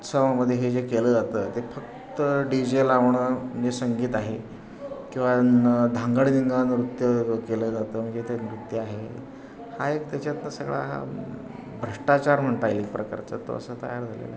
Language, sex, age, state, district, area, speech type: Marathi, male, 60+, Maharashtra, Pune, urban, spontaneous